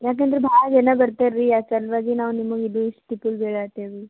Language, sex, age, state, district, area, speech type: Kannada, female, 18-30, Karnataka, Gulbarga, rural, conversation